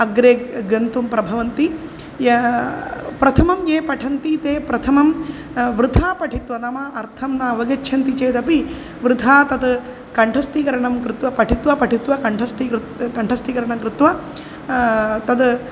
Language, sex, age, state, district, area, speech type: Sanskrit, female, 45-60, Kerala, Kozhikode, urban, spontaneous